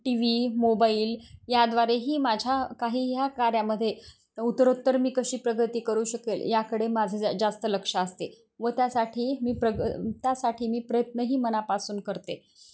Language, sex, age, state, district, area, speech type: Marathi, female, 30-45, Maharashtra, Osmanabad, rural, spontaneous